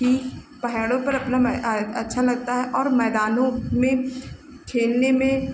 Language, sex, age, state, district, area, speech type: Hindi, female, 30-45, Uttar Pradesh, Lucknow, rural, spontaneous